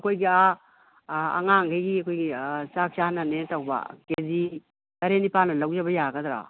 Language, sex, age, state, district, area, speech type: Manipuri, female, 60+, Manipur, Imphal West, urban, conversation